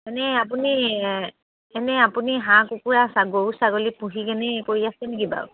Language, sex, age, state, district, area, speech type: Assamese, female, 60+, Assam, Dibrugarh, rural, conversation